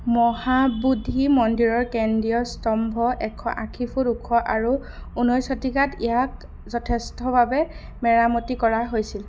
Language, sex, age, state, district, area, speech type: Assamese, female, 18-30, Assam, Darrang, rural, read